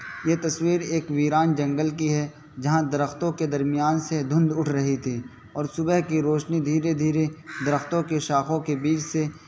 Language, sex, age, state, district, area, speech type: Urdu, male, 18-30, Uttar Pradesh, Saharanpur, urban, spontaneous